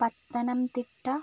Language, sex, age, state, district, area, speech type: Malayalam, female, 30-45, Kerala, Kozhikode, rural, spontaneous